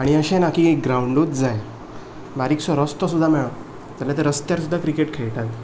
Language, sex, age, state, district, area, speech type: Goan Konkani, male, 18-30, Goa, Ponda, rural, spontaneous